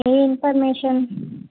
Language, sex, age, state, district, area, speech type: Telugu, female, 30-45, Telangana, Bhadradri Kothagudem, urban, conversation